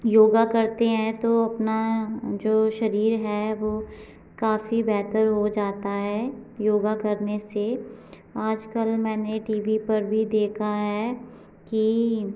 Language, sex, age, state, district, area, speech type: Hindi, female, 18-30, Madhya Pradesh, Gwalior, rural, spontaneous